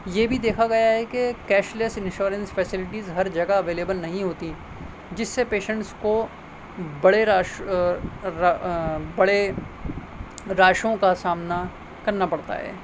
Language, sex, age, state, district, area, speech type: Urdu, male, 30-45, Delhi, North West Delhi, urban, spontaneous